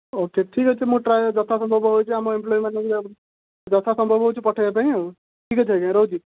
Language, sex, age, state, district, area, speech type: Odia, male, 30-45, Odisha, Sundergarh, urban, conversation